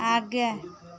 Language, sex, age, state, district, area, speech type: Hindi, female, 45-60, Uttar Pradesh, Pratapgarh, rural, read